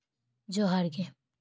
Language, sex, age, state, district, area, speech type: Santali, female, 18-30, West Bengal, Paschim Bardhaman, rural, spontaneous